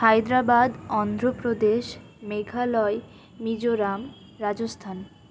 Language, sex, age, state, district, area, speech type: Bengali, female, 60+, West Bengal, Purulia, urban, spontaneous